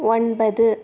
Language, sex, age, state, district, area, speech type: Tamil, female, 18-30, Tamil Nadu, Tiruvallur, urban, read